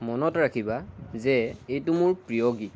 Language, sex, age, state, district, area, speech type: Assamese, male, 18-30, Assam, Lakhimpur, rural, read